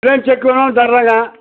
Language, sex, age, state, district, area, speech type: Tamil, male, 60+, Tamil Nadu, Madurai, rural, conversation